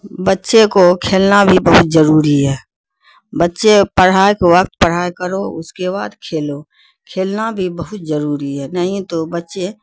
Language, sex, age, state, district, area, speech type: Urdu, female, 60+, Bihar, Khagaria, rural, spontaneous